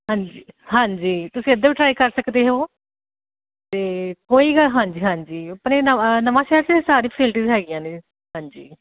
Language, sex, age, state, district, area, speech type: Punjabi, female, 30-45, Punjab, Shaheed Bhagat Singh Nagar, urban, conversation